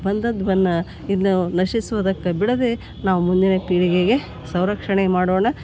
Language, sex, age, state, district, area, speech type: Kannada, female, 60+, Karnataka, Gadag, rural, spontaneous